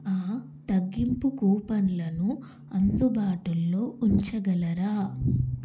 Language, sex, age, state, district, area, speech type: Telugu, female, 18-30, Telangana, Karimnagar, urban, spontaneous